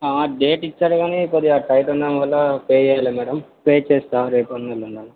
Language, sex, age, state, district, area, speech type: Telugu, male, 18-30, Telangana, Sangareddy, urban, conversation